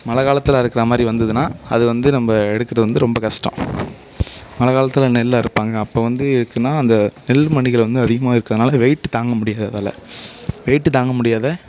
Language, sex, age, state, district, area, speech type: Tamil, male, 18-30, Tamil Nadu, Mayiladuthurai, urban, spontaneous